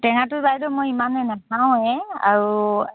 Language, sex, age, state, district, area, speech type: Assamese, female, 60+, Assam, Dibrugarh, rural, conversation